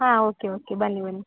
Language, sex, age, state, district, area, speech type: Kannada, female, 18-30, Karnataka, Gadag, urban, conversation